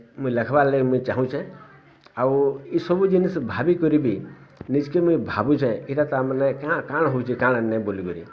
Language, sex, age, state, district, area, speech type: Odia, male, 60+, Odisha, Bargarh, rural, spontaneous